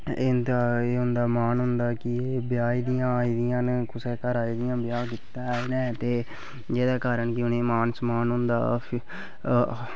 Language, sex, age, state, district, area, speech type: Dogri, male, 18-30, Jammu and Kashmir, Udhampur, rural, spontaneous